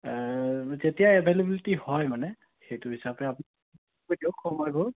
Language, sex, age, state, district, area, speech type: Assamese, male, 30-45, Assam, Sonitpur, rural, conversation